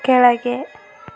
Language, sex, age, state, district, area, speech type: Kannada, female, 18-30, Karnataka, Chitradurga, rural, read